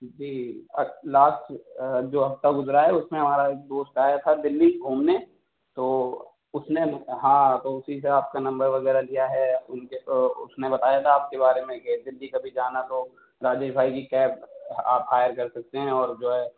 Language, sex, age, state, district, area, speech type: Urdu, male, 30-45, Delhi, South Delhi, rural, conversation